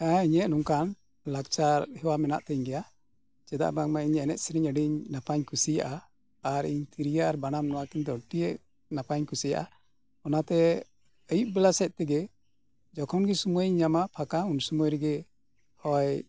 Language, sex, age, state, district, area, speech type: Santali, male, 60+, West Bengal, Birbhum, rural, spontaneous